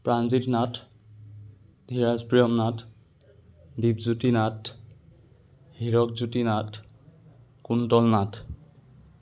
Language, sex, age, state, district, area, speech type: Assamese, male, 18-30, Assam, Sonitpur, rural, spontaneous